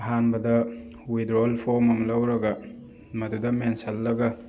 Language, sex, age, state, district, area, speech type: Manipuri, male, 18-30, Manipur, Thoubal, rural, spontaneous